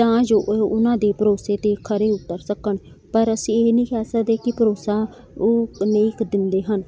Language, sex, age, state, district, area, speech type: Punjabi, female, 45-60, Punjab, Jalandhar, urban, spontaneous